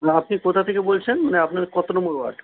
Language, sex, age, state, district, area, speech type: Bengali, male, 45-60, West Bengal, Kolkata, urban, conversation